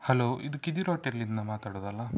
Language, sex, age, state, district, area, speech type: Kannada, male, 18-30, Karnataka, Udupi, rural, spontaneous